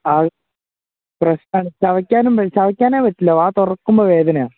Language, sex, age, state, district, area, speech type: Malayalam, male, 18-30, Kerala, Wayanad, rural, conversation